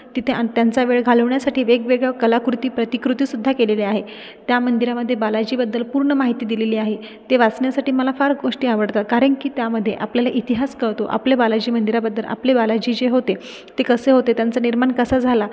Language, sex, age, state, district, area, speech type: Marathi, female, 18-30, Maharashtra, Buldhana, urban, spontaneous